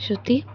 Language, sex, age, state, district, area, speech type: Telugu, female, 18-30, Andhra Pradesh, Palnadu, urban, spontaneous